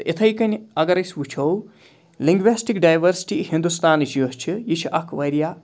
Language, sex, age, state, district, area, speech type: Kashmiri, male, 45-60, Jammu and Kashmir, Srinagar, urban, spontaneous